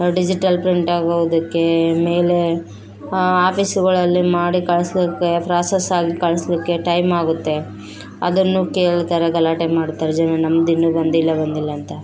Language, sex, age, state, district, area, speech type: Kannada, female, 30-45, Karnataka, Bellary, rural, spontaneous